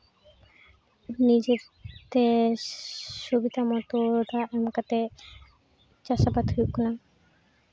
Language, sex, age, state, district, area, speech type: Santali, female, 18-30, West Bengal, Uttar Dinajpur, rural, spontaneous